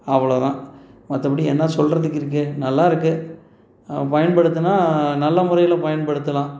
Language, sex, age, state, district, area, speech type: Tamil, male, 45-60, Tamil Nadu, Salem, urban, spontaneous